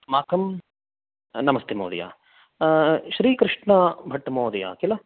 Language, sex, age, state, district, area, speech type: Sanskrit, male, 30-45, Karnataka, Chikkamagaluru, urban, conversation